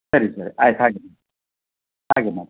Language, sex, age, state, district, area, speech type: Kannada, male, 45-60, Karnataka, Shimoga, rural, conversation